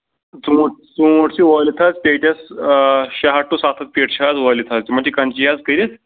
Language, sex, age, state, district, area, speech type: Kashmiri, male, 30-45, Jammu and Kashmir, Pulwama, urban, conversation